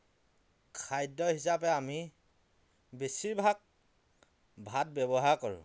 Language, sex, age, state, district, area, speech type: Assamese, male, 30-45, Assam, Dhemaji, rural, spontaneous